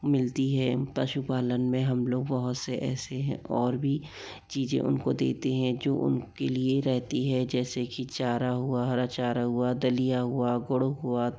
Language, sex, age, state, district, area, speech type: Hindi, female, 45-60, Rajasthan, Jaipur, urban, spontaneous